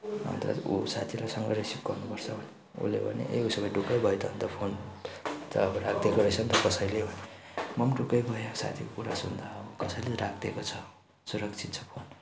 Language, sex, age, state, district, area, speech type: Nepali, male, 60+, West Bengal, Kalimpong, rural, spontaneous